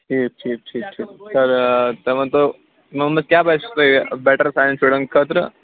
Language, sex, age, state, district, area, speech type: Kashmiri, male, 18-30, Jammu and Kashmir, Shopian, rural, conversation